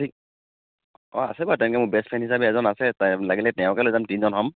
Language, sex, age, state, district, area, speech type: Assamese, male, 45-60, Assam, Tinsukia, rural, conversation